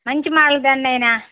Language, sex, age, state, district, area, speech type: Telugu, female, 60+, Andhra Pradesh, Nellore, rural, conversation